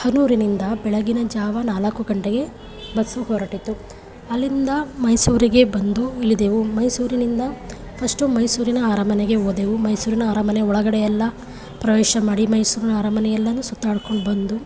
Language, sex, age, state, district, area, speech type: Kannada, female, 30-45, Karnataka, Chamarajanagar, rural, spontaneous